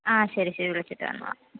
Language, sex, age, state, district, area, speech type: Malayalam, female, 30-45, Kerala, Thiruvananthapuram, urban, conversation